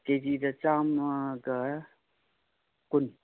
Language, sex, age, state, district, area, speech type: Manipuri, female, 60+, Manipur, Imphal East, rural, conversation